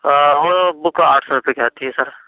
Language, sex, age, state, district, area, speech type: Urdu, male, 30-45, Uttar Pradesh, Lucknow, rural, conversation